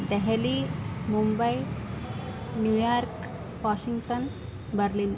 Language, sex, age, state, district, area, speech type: Sanskrit, female, 45-60, Karnataka, Bangalore Urban, urban, spontaneous